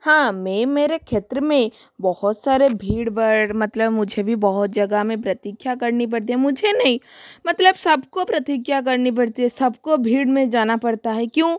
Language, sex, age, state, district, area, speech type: Hindi, female, 30-45, Rajasthan, Jodhpur, rural, spontaneous